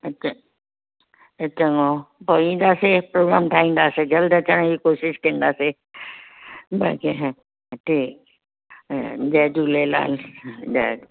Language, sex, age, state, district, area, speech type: Sindhi, female, 60+, Delhi, South Delhi, urban, conversation